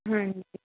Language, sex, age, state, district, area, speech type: Punjabi, female, 18-30, Punjab, Pathankot, rural, conversation